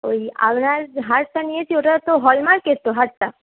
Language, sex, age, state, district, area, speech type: Bengali, female, 18-30, West Bengal, Darjeeling, urban, conversation